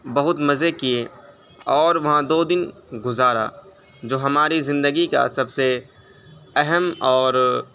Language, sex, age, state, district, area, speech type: Urdu, male, 18-30, Uttar Pradesh, Saharanpur, urban, spontaneous